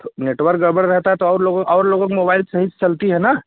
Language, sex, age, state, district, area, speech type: Hindi, male, 30-45, Uttar Pradesh, Jaunpur, rural, conversation